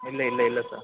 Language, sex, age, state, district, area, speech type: Kannada, male, 30-45, Karnataka, Hassan, urban, conversation